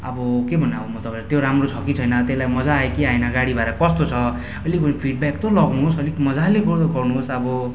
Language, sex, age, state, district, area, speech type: Nepali, male, 18-30, West Bengal, Kalimpong, rural, spontaneous